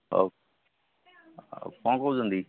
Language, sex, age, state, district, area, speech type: Odia, male, 45-60, Odisha, Sambalpur, rural, conversation